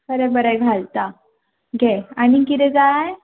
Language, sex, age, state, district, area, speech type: Goan Konkani, female, 18-30, Goa, Tiswadi, rural, conversation